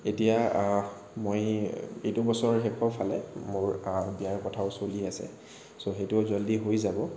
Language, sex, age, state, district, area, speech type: Assamese, male, 30-45, Assam, Kamrup Metropolitan, urban, spontaneous